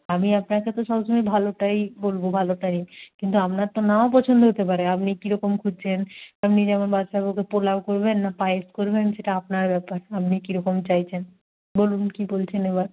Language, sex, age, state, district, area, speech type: Bengali, female, 30-45, West Bengal, Nadia, rural, conversation